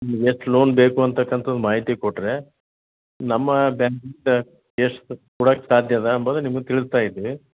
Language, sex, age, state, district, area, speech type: Kannada, male, 60+, Karnataka, Gulbarga, urban, conversation